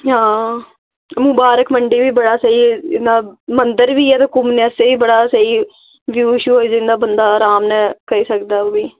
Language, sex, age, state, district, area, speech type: Dogri, female, 18-30, Jammu and Kashmir, Jammu, urban, conversation